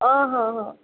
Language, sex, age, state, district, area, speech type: Odia, female, 18-30, Odisha, Malkangiri, urban, conversation